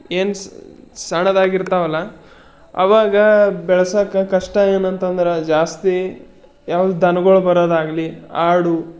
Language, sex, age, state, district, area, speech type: Kannada, male, 30-45, Karnataka, Bidar, urban, spontaneous